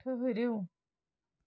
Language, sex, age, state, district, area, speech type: Kashmiri, female, 30-45, Jammu and Kashmir, Kulgam, rural, read